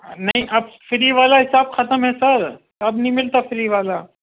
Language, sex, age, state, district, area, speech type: Urdu, male, 45-60, Uttar Pradesh, Gautam Buddha Nagar, urban, conversation